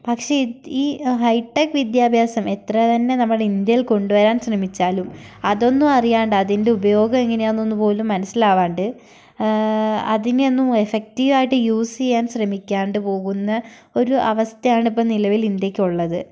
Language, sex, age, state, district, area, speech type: Malayalam, female, 18-30, Kerala, Wayanad, rural, spontaneous